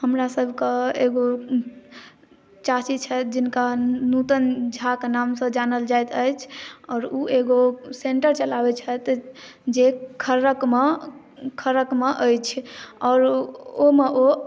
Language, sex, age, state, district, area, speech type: Maithili, female, 18-30, Bihar, Madhubani, rural, spontaneous